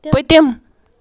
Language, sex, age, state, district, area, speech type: Kashmiri, female, 45-60, Jammu and Kashmir, Baramulla, rural, read